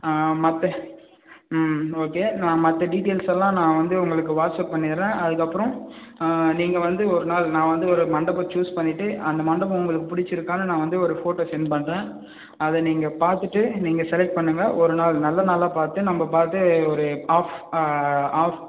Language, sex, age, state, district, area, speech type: Tamil, male, 18-30, Tamil Nadu, Vellore, rural, conversation